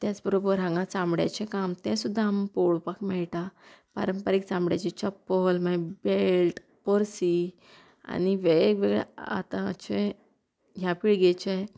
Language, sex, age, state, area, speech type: Goan Konkani, female, 30-45, Goa, rural, spontaneous